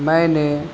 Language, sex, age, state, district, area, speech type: Urdu, male, 18-30, Bihar, Gaya, rural, spontaneous